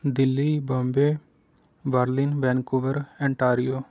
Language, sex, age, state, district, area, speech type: Punjabi, male, 30-45, Punjab, Rupnagar, rural, spontaneous